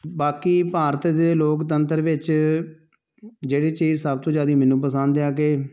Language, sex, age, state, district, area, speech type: Punjabi, male, 30-45, Punjab, Tarn Taran, rural, spontaneous